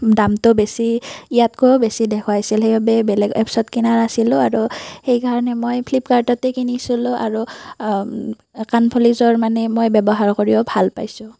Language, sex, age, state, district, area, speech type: Assamese, female, 18-30, Assam, Nalbari, rural, spontaneous